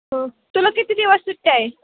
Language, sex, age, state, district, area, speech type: Marathi, female, 18-30, Maharashtra, Ahmednagar, rural, conversation